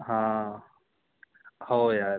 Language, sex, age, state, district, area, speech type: Marathi, male, 30-45, Maharashtra, Yavatmal, urban, conversation